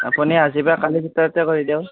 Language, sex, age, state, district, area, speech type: Assamese, male, 18-30, Assam, Barpeta, rural, conversation